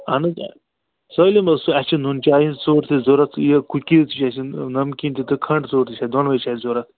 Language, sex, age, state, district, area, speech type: Kashmiri, male, 45-60, Jammu and Kashmir, Budgam, rural, conversation